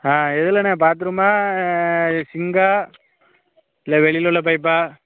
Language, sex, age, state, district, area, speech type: Tamil, male, 30-45, Tamil Nadu, Thoothukudi, rural, conversation